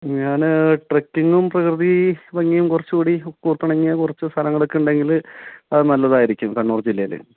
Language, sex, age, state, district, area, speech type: Malayalam, male, 30-45, Kerala, Kannur, rural, conversation